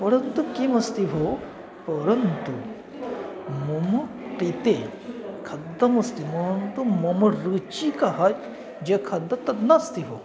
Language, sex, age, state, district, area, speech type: Sanskrit, male, 30-45, West Bengal, North 24 Parganas, urban, spontaneous